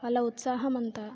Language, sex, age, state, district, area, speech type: Telugu, female, 30-45, Andhra Pradesh, Kakinada, rural, spontaneous